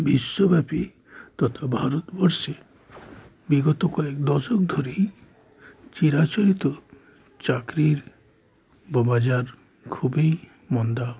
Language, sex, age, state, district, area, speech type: Bengali, male, 30-45, West Bengal, Howrah, urban, spontaneous